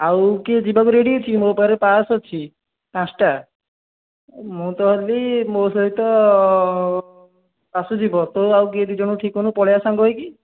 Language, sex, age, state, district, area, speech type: Odia, male, 30-45, Odisha, Puri, urban, conversation